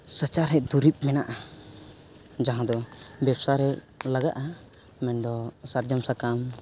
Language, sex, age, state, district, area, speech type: Santali, male, 18-30, Jharkhand, East Singhbhum, rural, spontaneous